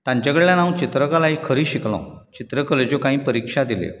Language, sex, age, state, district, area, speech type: Goan Konkani, male, 45-60, Goa, Bardez, urban, spontaneous